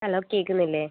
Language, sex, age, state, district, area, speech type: Malayalam, female, 45-60, Kerala, Wayanad, rural, conversation